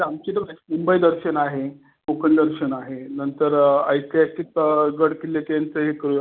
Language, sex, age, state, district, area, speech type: Marathi, male, 45-60, Maharashtra, Raigad, rural, conversation